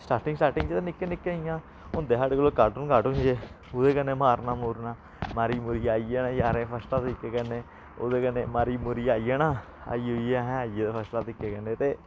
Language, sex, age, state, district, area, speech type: Dogri, male, 18-30, Jammu and Kashmir, Samba, urban, spontaneous